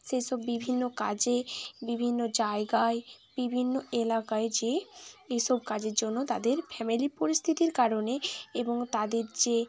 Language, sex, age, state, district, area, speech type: Bengali, female, 18-30, West Bengal, Bankura, urban, spontaneous